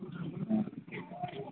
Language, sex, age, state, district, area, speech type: Kannada, male, 18-30, Karnataka, Bellary, rural, conversation